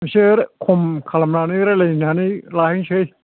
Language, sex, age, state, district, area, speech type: Bodo, male, 45-60, Assam, Chirang, rural, conversation